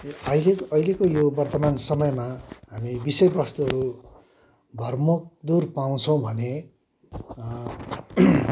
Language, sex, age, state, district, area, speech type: Nepali, male, 60+, West Bengal, Kalimpong, rural, spontaneous